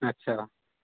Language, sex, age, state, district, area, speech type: Maithili, male, 45-60, Bihar, Purnia, rural, conversation